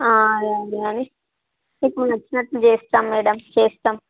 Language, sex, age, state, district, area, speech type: Telugu, female, 18-30, Andhra Pradesh, Visakhapatnam, urban, conversation